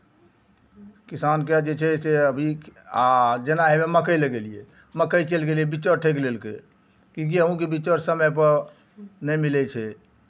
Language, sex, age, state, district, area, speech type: Maithili, male, 60+, Bihar, Araria, rural, spontaneous